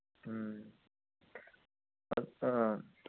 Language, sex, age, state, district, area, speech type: Manipuri, male, 60+, Manipur, Kangpokpi, urban, conversation